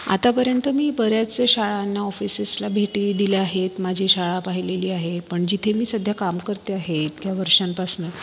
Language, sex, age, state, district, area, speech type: Marathi, female, 30-45, Maharashtra, Buldhana, urban, spontaneous